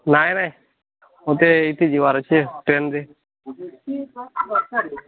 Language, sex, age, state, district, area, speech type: Odia, male, 18-30, Odisha, Bargarh, urban, conversation